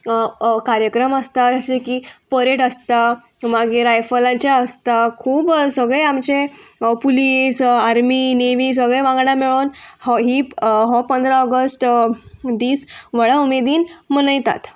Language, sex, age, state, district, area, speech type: Goan Konkani, female, 18-30, Goa, Murmgao, urban, spontaneous